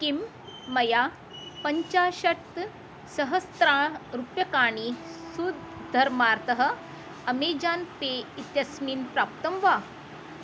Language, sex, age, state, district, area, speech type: Sanskrit, female, 45-60, Maharashtra, Nagpur, urban, read